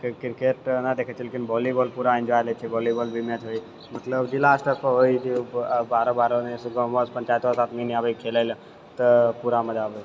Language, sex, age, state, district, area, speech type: Maithili, male, 60+, Bihar, Purnia, rural, spontaneous